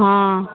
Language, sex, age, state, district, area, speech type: Maithili, female, 60+, Bihar, Madhubani, rural, conversation